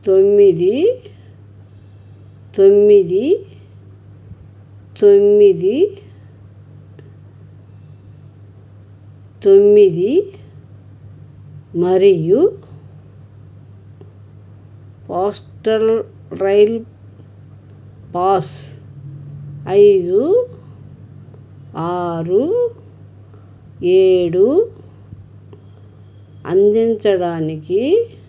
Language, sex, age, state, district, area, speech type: Telugu, female, 60+, Andhra Pradesh, Krishna, urban, read